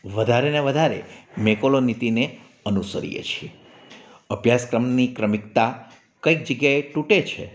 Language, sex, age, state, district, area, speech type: Gujarati, male, 45-60, Gujarat, Amreli, urban, spontaneous